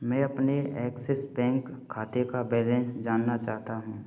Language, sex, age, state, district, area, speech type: Hindi, male, 18-30, Rajasthan, Bharatpur, rural, read